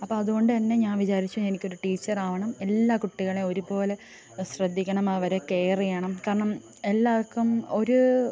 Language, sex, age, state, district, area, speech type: Malayalam, female, 18-30, Kerala, Thiruvananthapuram, rural, spontaneous